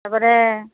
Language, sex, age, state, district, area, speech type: Odia, female, 30-45, Odisha, Sambalpur, rural, conversation